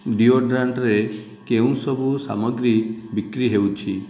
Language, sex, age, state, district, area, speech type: Odia, male, 45-60, Odisha, Nayagarh, rural, read